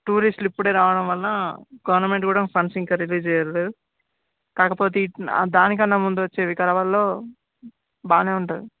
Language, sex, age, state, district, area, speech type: Telugu, male, 18-30, Telangana, Vikarabad, urban, conversation